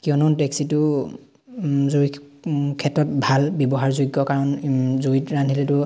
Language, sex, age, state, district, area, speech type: Assamese, male, 18-30, Assam, Dhemaji, rural, spontaneous